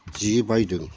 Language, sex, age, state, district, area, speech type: Bodo, male, 60+, Assam, Udalguri, rural, spontaneous